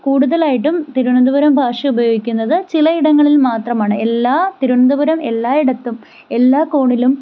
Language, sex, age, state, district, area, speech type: Malayalam, female, 18-30, Kerala, Thiruvananthapuram, rural, spontaneous